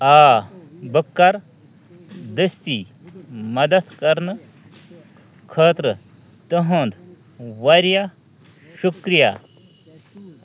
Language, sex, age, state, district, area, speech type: Kashmiri, male, 30-45, Jammu and Kashmir, Ganderbal, rural, read